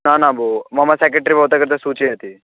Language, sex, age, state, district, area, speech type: Sanskrit, male, 18-30, Delhi, Central Delhi, urban, conversation